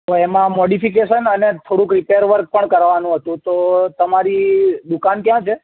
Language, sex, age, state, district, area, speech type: Gujarati, male, 18-30, Gujarat, Ahmedabad, urban, conversation